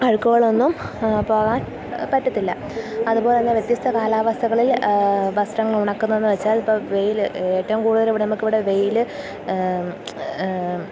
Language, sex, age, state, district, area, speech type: Malayalam, female, 30-45, Kerala, Kottayam, rural, spontaneous